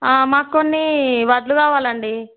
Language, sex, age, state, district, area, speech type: Telugu, female, 18-30, Telangana, Peddapalli, rural, conversation